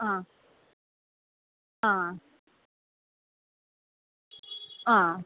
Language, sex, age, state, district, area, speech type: Malayalam, female, 18-30, Kerala, Kasaragod, rural, conversation